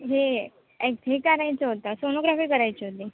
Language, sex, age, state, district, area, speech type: Marathi, female, 18-30, Maharashtra, Sindhudurg, rural, conversation